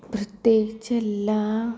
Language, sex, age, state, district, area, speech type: Malayalam, female, 18-30, Kerala, Thrissur, urban, spontaneous